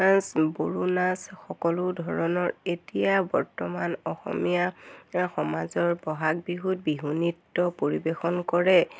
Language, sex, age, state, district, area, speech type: Assamese, female, 30-45, Assam, Biswanath, rural, spontaneous